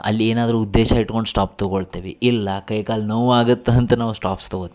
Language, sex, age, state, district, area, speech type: Kannada, male, 30-45, Karnataka, Dharwad, urban, spontaneous